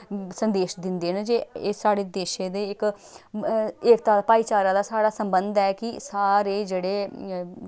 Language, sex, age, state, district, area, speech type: Dogri, female, 30-45, Jammu and Kashmir, Samba, rural, spontaneous